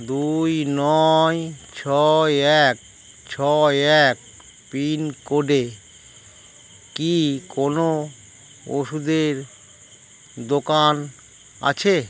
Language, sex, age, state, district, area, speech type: Bengali, male, 60+, West Bengal, Howrah, urban, read